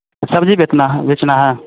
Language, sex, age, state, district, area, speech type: Hindi, male, 18-30, Bihar, Vaishali, rural, conversation